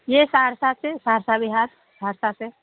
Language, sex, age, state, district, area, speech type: Urdu, female, 18-30, Bihar, Saharsa, rural, conversation